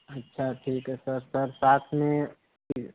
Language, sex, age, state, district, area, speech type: Hindi, male, 18-30, Uttar Pradesh, Mirzapur, rural, conversation